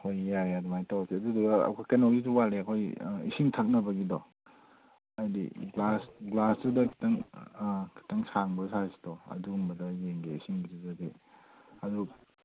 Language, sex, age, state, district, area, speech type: Manipuri, male, 30-45, Manipur, Kangpokpi, urban, conversation